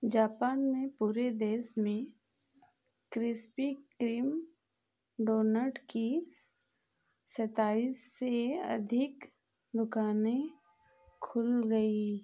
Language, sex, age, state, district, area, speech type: Hindi, female, 45-60, Madhya Pradesh, Chhindwara, rural, read